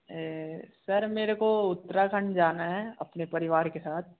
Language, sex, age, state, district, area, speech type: Hindi, male, 18-30, Madhya Pradesh, Bhopal, urban, conversation